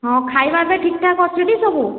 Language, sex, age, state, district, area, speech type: Odia, female, 18-30, Odisha, Nayagarh, rural, conversation